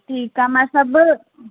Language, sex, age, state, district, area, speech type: Sindhi, female, 18-30, Maharashtra, Thane, urban, conversation